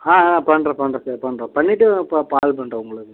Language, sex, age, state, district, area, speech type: Tamil, male, 18-30, Tamil Nadu, Viluppuram, rural, conversation